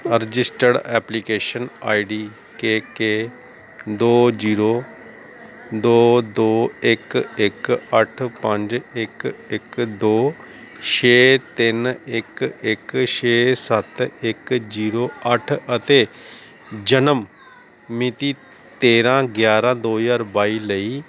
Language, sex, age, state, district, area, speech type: Punjabi, male, 30-45, Punjab, Gurdaspur, rural, read